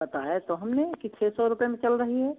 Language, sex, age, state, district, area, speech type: Hindi, female, 60+, Uttar Pradesh, Hardoi, rural, conversation